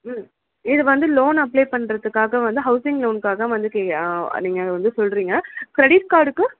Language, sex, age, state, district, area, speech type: Tamil, female, 18-30, Tamil Nadu, Chengalpattu, urban, conversation